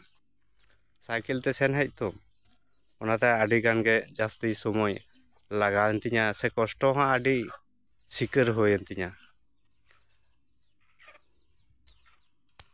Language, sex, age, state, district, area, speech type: Santali, male, 30-45, West Bengal, Jhargram, rural, spontaneous